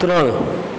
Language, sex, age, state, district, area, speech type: Gujarati, male, 60+, Gujarat, Aravalli, urban, read